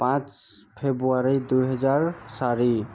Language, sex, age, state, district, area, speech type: Assamese, male, 18-30, Assam, Tinsukia, rural, spontaneous